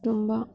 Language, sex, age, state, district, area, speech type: Kannada, female, 30-45, Karnataka, Bangalore Urban, rural, spontaneous